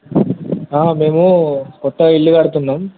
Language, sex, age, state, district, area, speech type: Telugu, male, 18-30, Telangana, Mahabubabad, urban, conversation